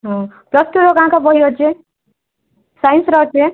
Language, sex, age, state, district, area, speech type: Odia, female, 18-30, Odisha, Kalahandi, rural, conversation